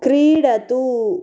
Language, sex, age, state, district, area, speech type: Sanskrit, female, 18-30, Karnataka, Bagalkot, urban, read